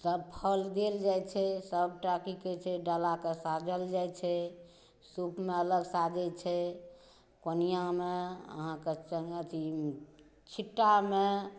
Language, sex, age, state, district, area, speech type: Maithili, female, 60+, Bihar, Saharsa, rural, spontaneous